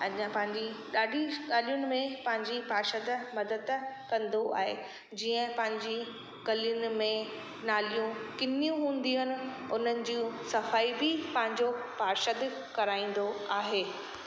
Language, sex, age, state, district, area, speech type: Sindhi, female, 30-45, Rajasthan, Ajmer, urban, spontaneous